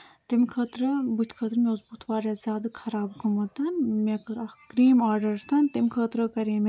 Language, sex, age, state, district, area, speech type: Kashmiri, female, 18-30, Jammu and Kashmir, Budgam, rural, spontaneous